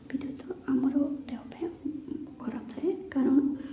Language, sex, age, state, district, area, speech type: Odia, female, 18-30, Odisha, Koraput, urban, spontaneous